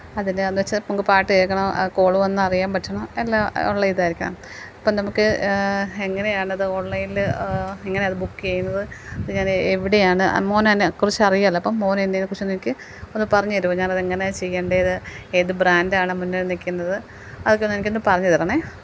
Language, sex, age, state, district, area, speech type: Malayalam, female, 45-60, Kerala, Kottayam, rural, spontaneous